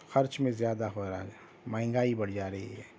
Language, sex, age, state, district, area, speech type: Urdu, female, 45-60, Telangana, Hyderabad, urban, spontaneous